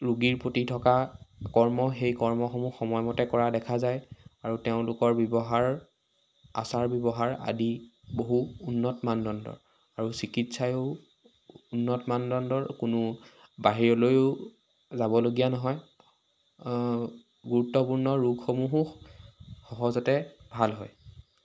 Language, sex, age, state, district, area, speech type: Assamese, male, 18-30, Assam, Sivasagar, rural, spontaneous